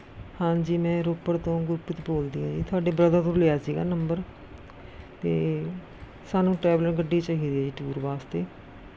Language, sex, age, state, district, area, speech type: Punjabi, female, 45-60, Punjab, Rupnagar, rural, spontaneous